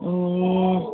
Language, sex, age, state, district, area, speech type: Nepali, female, 45-60, West Bengal, Jalpaiguri, rural, conversation